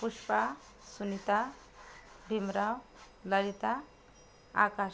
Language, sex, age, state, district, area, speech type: Marathi, other, 30-45, Maharashtra, Washim, rural, spontaneous